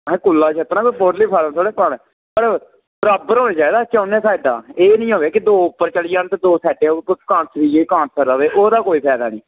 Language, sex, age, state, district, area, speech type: Dogri, male, 30-45, Jammu and Kashmir, Samba, rural, conversation